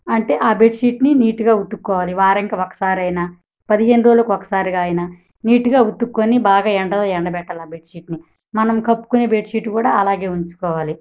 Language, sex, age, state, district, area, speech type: Telugu, female, 30-45, Andhra Pradesh, Kadapa, urban, spontaneous